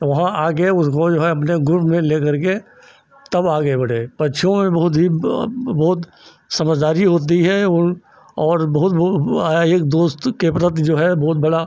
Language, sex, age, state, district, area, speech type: Hindi, male, 60+, Uttar Pradesh, Lucknow, rural, spontaneous